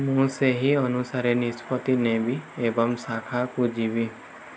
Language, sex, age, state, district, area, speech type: Odia, male, 18-30, Odisha, Nuapada, urban, read